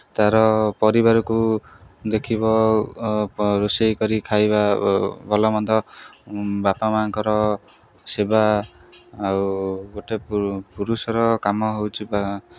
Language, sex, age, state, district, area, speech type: Odia, male, 18-30, Odisha, Jagatsinghpur, rural, spontaneous